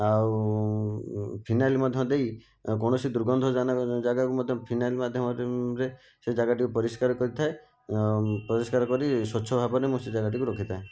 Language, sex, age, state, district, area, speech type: Odia, male, 60+, Odisha, Jajpur, rural, spontaneous